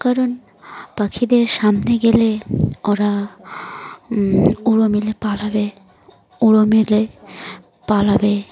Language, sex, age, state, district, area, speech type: Bengali, female, 18-30, West Bengal, Dakshin Dinajpur, urban, spontaneous